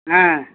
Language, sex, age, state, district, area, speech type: Tamil, male, 60+, Tamil Nadu, Thanjavur, rural, conversation